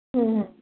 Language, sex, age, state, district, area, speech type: Punjabi, female, 30-45, Punjab, Patiala, rural, conversation